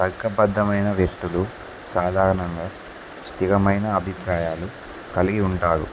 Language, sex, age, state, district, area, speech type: Telugu, male, 18-30, Telangana, Kamareddy, urban, spontaneous